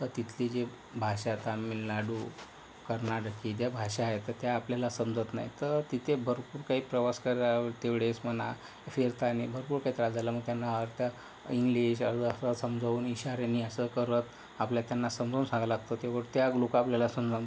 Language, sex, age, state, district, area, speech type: Marathi, male, 18-30, Maharashtra, Yavatmal, rural, spontaneous